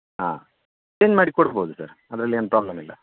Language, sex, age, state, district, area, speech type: Kannada, male, 30-45, Karnataka, Dakshina Kannada, rural, conversation